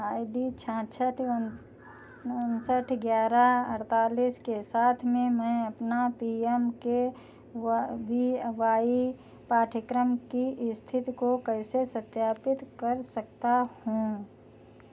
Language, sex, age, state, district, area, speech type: Hindi, female, 60+, Uttar Pradesh, Sitapur, rural, read